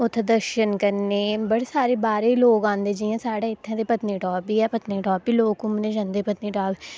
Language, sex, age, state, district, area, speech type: Dogri, female, 18-30, Jammu and Kashmir, Udhampur, rural, spontaneous